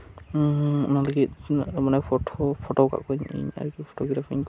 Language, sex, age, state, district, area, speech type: Santali, male, 18-30, West Bengal, Birbhum, rural, spontaneous